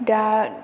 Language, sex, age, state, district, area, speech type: Bodo, female, 18-30, Assam, Chirang, urban, spontaneous